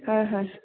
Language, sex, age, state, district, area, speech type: Assamese, female, 18-30, Assam, Goalpara, urban, conversation